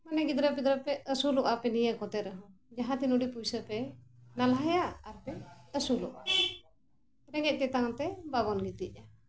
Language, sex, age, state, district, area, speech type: Santali, female, 45-60, Jharkhand, Bokaro, rural, spontaneous